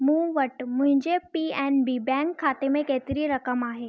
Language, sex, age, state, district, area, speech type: Sindhi, female, 18-30, Gujarat, Surat, urban, read